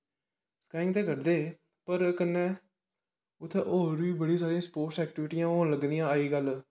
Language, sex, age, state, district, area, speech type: Dogri, male, 18-30, Jammu and Kashmir, Kathua, rural, spontaneous